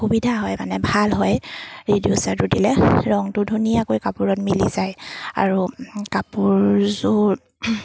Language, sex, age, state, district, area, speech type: Assamese, female, 30-45, Assam, Sivasagar, rural, spontaneous